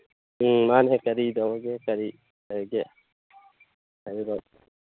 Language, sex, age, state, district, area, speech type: Manipuri, male, 30-45, Manipur, Thoubal, rural, conversation